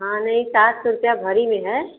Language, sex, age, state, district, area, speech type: Hindi, female, 45-60, Uttar Pradesh, Varanasi, urban, conversation